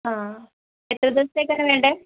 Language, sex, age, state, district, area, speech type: Malayalam, female, 18-30, Kerala, Wayanad, rural, conversation